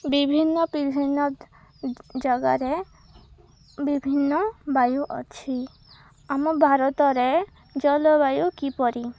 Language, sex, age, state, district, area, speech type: Odia, female, 18-30, Odisha, Malkangiri, urban, spontaneous